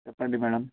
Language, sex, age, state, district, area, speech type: Telugu, male, 18-30, Telangana, Hyderabad, urban, conversation